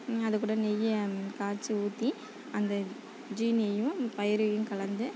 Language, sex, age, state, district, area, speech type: Tamil, female, 30-45, Tamil Nadu, Nagapattinam, rural, spontaneous